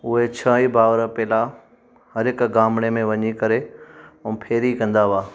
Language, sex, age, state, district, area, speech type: Sindhi, male, 30-45, Gujarat, Junagadh, rural, spontaneous